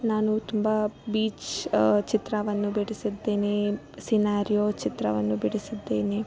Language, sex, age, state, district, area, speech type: Kannada, female, 30-45, Karnataka, Bangalore Urban, rural, spontaneous